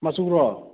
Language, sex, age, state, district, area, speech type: Manipuri, male, 30-45, Manipur, Thoubal, rural, conversation